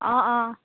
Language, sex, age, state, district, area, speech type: Assamese, female, 18-30, Assam, Lakhimpur, rural, conversation